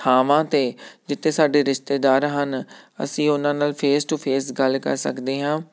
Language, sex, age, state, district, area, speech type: Punjabi, male, 30-45, Punjab, Tarn Taran, urban, spontaneous